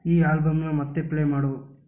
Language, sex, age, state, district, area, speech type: Kannada, male, 18-30, Karnataka, Chitradurga, rural, read